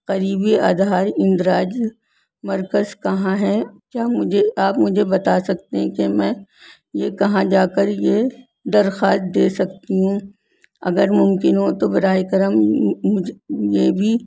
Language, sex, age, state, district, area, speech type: Urdu, female, 60+, Delhi, North East Delhi, urban, spontaneous